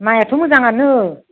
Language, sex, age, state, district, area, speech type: Bodo, female, 45-60, Assam, Udalguri, rural, conversation